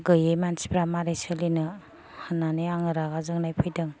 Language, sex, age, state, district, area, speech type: Bodo, female, 45-60, Assam, Kokrajhar, rural, spontaneous